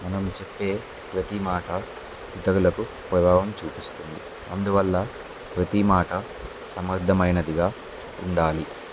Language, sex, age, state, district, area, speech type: Telugu, male, 18-30, Telangana, Kamareddy, urban, spontaneous